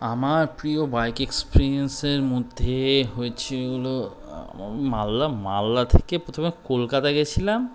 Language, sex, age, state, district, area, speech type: Bengali, male, 18-30, West Bengal, Malda, urban, spontaneous